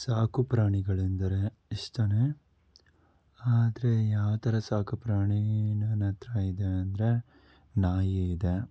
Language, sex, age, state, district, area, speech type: Kannada, male, 18-30, Karnataka, Davanagere, rural, spontaneous